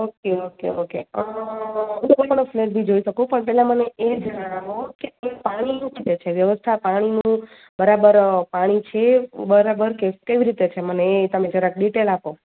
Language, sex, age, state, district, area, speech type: Gujarati, female, 30-45, Gujarat, Rajkot, urban, conversation